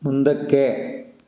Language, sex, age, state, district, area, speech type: Kannada, male, 60+, Karnataka, Kolar, rural, read